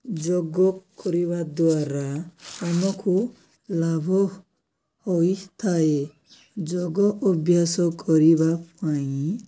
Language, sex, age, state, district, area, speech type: Odia, male, 18-30, Odisha, Nabarangpur, urban, spontaneous